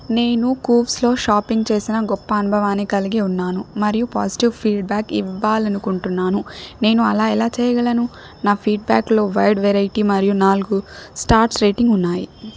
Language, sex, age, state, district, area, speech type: Telugu, female, 18-30, Telangana, Siddipet, rural, read